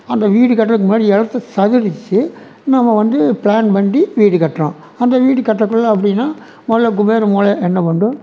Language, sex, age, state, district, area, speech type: Tamil, male, 60+, Tamil Nadu, Erode, rural, spontaneous